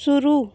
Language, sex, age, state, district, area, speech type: Hindi, female, 18-30, Madhya Pradesh, Seoni, urban, read